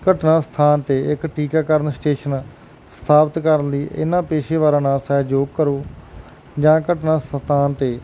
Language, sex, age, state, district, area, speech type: Punjabi, male, 30-45, Punjab, Barnala, urban, spontaneous